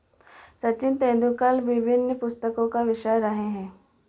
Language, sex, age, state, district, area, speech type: Hindi, female, 18-30, Madhya Pradesh, Chhindwara, urban, read